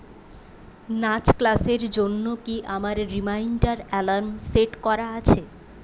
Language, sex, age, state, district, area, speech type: Bengali, female, 18-30, West Bengal, Purulia, urban, read